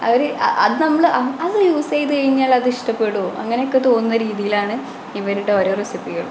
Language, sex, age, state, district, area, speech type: Malayalam, female, 18-30, Kerala, Malappuram, rural, spontaneous